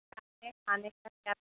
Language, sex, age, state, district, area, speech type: Hindi, female, 30-45, Uttar Pradesh, Jaunpur, rural, conversation